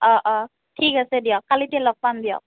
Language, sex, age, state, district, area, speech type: Assamese, female, 18-30, Assam, Nalbari, rural, conversation